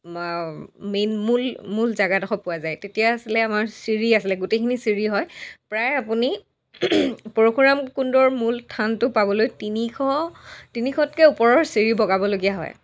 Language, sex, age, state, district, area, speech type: Assamese, female, 60+, Assam, Dhemaji, rural, spontaneous